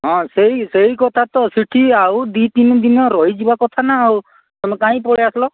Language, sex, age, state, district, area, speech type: Odia, male, 45-60, Odisha, Nabarangpur, rural, conversation